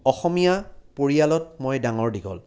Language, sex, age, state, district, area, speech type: Assamese, male, 30-45, Assam, Jorhat, urban, spontaneous